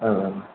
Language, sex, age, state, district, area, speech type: Bodo, male, 18-30, Assam, Chirang, rural, conversation